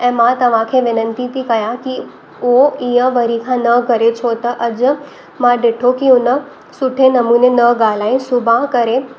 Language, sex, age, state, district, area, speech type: Sindhi, female, 18-30, Maharashtra, Mumbai Suburban, urban, spontaneous